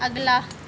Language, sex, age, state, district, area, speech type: Hindi, female, 30-45, Madhya Pradesh, Seoni, urban, read